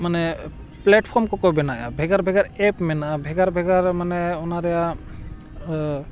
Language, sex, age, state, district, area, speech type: Santali, male, 45-60, Jharkhand, Bokaro, rural, spontaneous